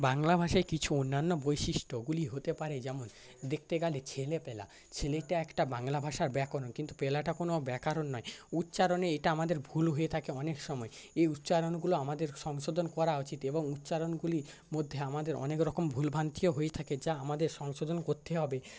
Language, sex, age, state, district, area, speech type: Bengali, male, 30-45, West Bengal, Paschim Medinipur, rural, spontaneous